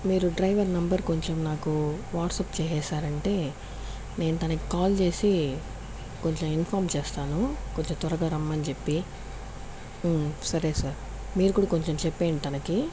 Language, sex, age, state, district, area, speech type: Telugu, female, 60+, Andhra Pradesh, Sri Balaji, urban, spontaneous